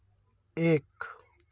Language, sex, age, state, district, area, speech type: Hindi, male, 30-45, Uttar Pradesh, Varanasi, urban, read